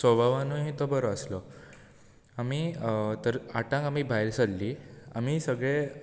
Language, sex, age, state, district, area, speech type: Goan Konkani, male, 18-30, Goa, Bardez, urban, spontaneous